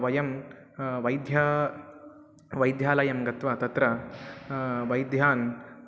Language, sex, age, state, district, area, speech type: Sanskrit, male, 18-30, Telangana, Mahbubnagar, urban, spontaneous